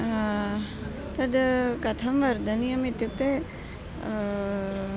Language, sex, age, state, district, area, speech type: Sanskrit, female, 45-60, Karnataka, Dharwad, urban, spontaneous